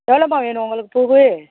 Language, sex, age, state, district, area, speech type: Tamil, female, 60+, Tamil Nadu, Mayiladuthurai, urban, conversation